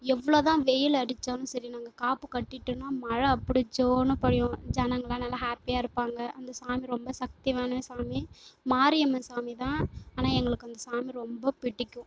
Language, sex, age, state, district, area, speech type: Tamil, female, 18-30, Tamil Nadu, Kallakurichi, rural, spontaneous